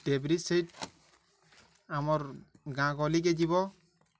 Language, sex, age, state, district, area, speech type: Odia, male, 18-30, Odisha, Balangir, urban, spontaneous